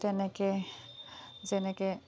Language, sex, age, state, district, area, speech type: Assamese, female, 30-45, Assam, Kamrup Metropolitan, urban, spontaneous